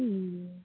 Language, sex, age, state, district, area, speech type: Assamese, female, 60+, Assam, Darrang, rural, conversation